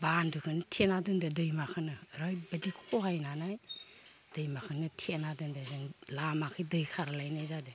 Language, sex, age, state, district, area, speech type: Bodo, female, 45-60, Assam, Baksa, rural, spontaneous